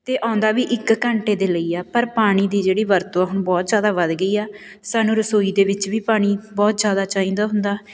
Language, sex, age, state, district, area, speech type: Punjabi, female, 30-45, Punjab, Patiala, rural, spontaneous